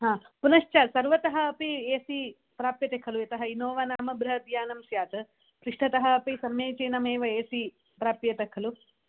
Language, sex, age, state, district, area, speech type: Sanskrit, female, 18-30, Karnataka, Bangalore Rural, rural, conversation